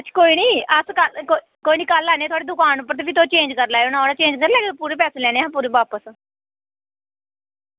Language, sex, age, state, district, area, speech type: Dogri, female, 18-30, Jammu and Kashmir, Samba, rural, conversation